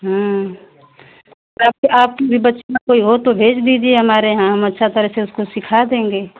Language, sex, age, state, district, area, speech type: Hindi, female, 45-60, Uttar Pradesh, Mau, rural, conversation